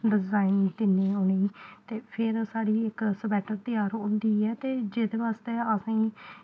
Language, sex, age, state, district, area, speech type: Dogri, female, 18-30, Jammu and Kashmir, Samba, rural, spontaneous